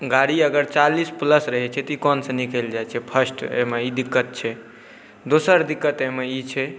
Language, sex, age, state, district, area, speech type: Maithili, male, 18-30, Bihar, Saharsa, rural, spontaneous